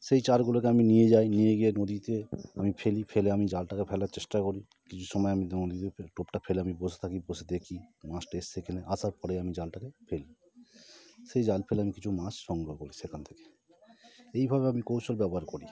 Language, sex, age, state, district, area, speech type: Bengali, male, 30-45, West Bengal, Howrah, urban, spontaneous